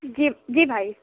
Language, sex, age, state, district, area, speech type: Urdu, female, 18-30, Uttar Pradesh, Balrampur, rural, conversation